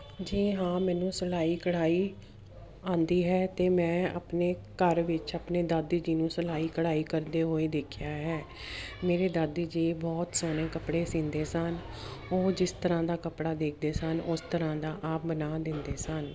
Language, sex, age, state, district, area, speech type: Punjabi, female, 30-45, Punjab, Jalandhar, urban, spontaneous